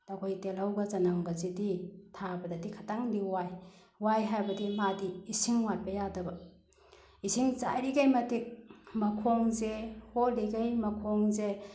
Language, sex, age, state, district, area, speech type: Manipuri, female, 30-45, Manipur, Bishnupur, rural, spontaneous